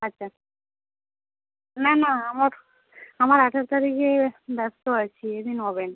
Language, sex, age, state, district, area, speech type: Bengali, female, 45-60, West Bengal, Uttar Dinajpur, rural, conversation